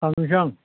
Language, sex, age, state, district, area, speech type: Bodo, male, 45-60, Assam, Chirang, rural, conversation